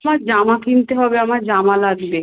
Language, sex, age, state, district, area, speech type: Bengali, female, 18-30, West Bengal, South 24 Parganas, rural, conversation